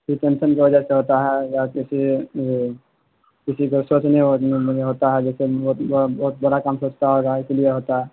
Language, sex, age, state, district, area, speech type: Urdu, male, 18-30, Bihar, Saharsa, rural, conversation